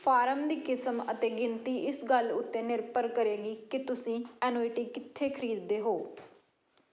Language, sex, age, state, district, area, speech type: Punjabi, female, 30-45, Punjab, Patiala, rural, read